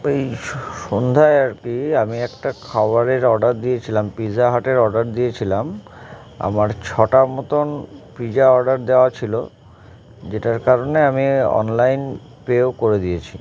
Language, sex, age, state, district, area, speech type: Bengali, male, 30-45, West Bengal, Howrah, urban, spontaneous